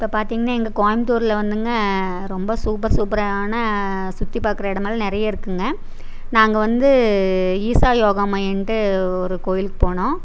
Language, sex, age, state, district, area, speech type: Tamil, female, 30-45, Tamil Nadu, Coimbatore, rural, spontaneous